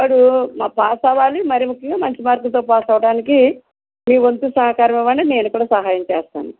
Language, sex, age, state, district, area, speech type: Telugu, female, 60+, Andhra Pradesh, West Godavari, rural, conversation